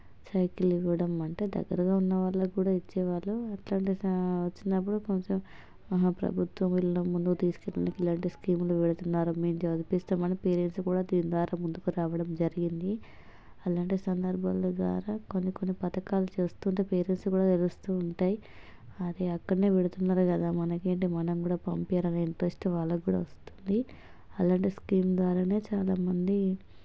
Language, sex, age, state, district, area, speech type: Telugu, female, 30-45, Telangana, Hanamkonda, rural, spontaneous